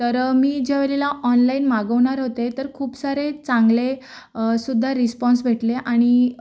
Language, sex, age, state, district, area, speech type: Marathi, female, 18-30, Maharashtra, Raigad, rural, spontaneous